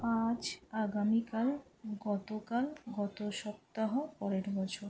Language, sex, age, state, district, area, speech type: Bengali, female, 30-45, West Bengal, North 24 Parganas, urban, spontaneous